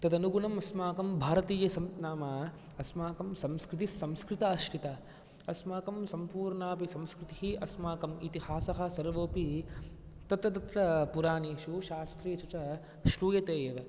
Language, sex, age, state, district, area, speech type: Sanskrit, male, 18-30, Andhra Pradesh, Chittoor, rural, spontaneous